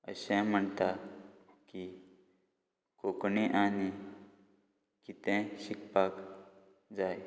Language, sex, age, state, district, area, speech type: Goan Konkani, male, 18-30, Goa, Quepem, rural, spontaneous